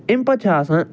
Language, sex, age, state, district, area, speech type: Kashmiri, male, 45-60, Jammu and Kashmir, Ganderbal, urban, spontaneous